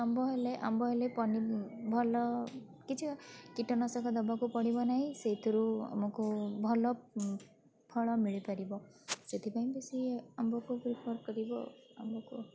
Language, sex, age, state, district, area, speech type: Odia, female, 45-60, Odisha, Bhadrak, rural, spontaneous